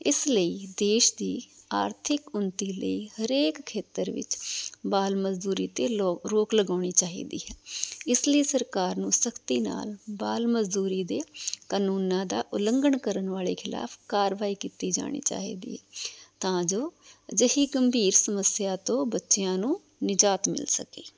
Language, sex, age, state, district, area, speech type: Punjabi, female, 45-60, Punjab, Tarn Taran, urban, spontaneous